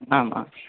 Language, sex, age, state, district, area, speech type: Sanskrit, male, 18-30, Assam, Biswanath, rural, conversation